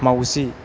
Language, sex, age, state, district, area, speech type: Bodo, male, 18-30, Assam, Chirang, rural, read